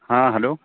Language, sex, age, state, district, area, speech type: Urdu, male, 18-30, Jammu and Kashmir, Srinagar, rural, conversation